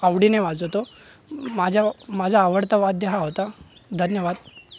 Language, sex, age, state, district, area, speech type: Marathi, male, 18-30, Maharashtra, Thane, urban, spontaneous